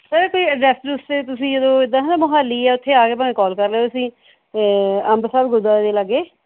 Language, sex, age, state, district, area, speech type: Punjabi, female, 30-45, Punjab, Mohali, urban, conversation